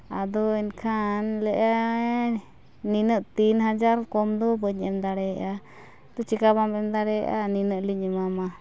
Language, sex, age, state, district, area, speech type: Santali, female, 30-45, Jharkhand, East Singhbhum, rural, spontaneous